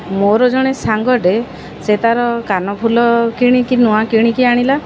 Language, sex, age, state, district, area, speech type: Odia, female, 45-60, Odisha, Sundergarh, urban, spontaneous